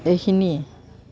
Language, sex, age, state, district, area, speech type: Assamese, female, 45-60, Assam, Goalpara, urban, spontaneous